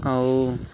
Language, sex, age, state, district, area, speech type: Odia, male, 18-30, Odisha, Malkangiri, urban, spontaneous